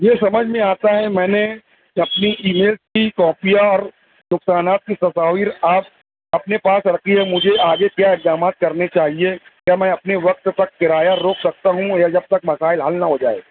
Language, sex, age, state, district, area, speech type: Urdu, male, 45-60, Maharashtra, Nashik, urban, conversation